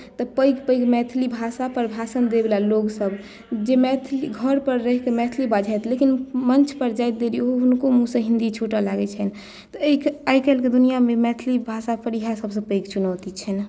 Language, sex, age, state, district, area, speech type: Maithili, female, 18-30, Bihar, Madhubani, rural, spontaneous